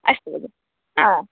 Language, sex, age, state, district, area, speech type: Sanskrit, female, 18-30, Karnataka, Udupi, urban, conversation